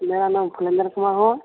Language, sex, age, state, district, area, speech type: Hindi, male, 30-45, Bihar, Begusarai, rural, conversation